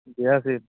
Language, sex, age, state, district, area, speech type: Assamese, male, 18-30, Assam, Barpeta, rural, conversation